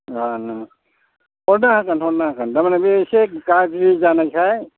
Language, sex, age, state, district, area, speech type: Bodo, male, 60+, Assam, Udalguri, rural, conversation